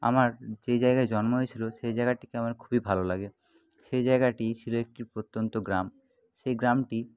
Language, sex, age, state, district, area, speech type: Bengali, male, 30-45, West Bengal, Paschim Medinipur, rural, spontaneous